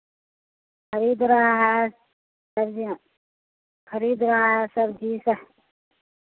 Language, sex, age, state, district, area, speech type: Hindi, female, 45-60, Bihar, Madhepura, rural, conversation